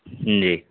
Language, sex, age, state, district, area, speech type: Urdu, male, 18-30, Bihar, Purnia, rural, conversation